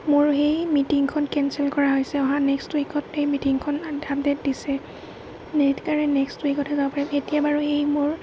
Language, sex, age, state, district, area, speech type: Assamese, female, 30-45, Assam, Golaghat, urban, spontaneous